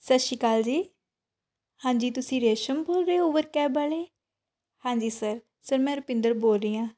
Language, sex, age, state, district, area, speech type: Punjabi, female, 18-30, Punjab, Shaheed Bhagat Singh Nagar, rural, spontaneous